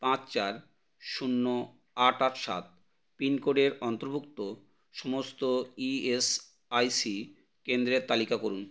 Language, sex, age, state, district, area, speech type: Bengali, male, 30-45, West Bengal, Howrah, urban, read